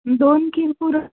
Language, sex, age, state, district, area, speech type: Goan Konkani, female, 18-30, Goa, Quepem, rural, conversation